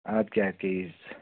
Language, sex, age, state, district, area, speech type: Kashmiri, male, 45-60, Jammu and Kashmir, Bandipora, rural, conversation